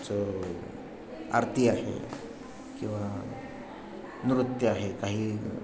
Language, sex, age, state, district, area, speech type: Marathi, male, 60+, Maharashtra, Pune, urban, spontaneous